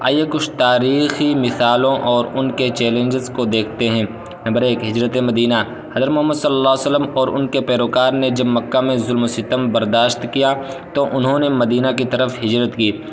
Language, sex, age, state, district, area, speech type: Urdu, male, 18-30, Uttar Pradesh, Balrampur, rural, spontaneous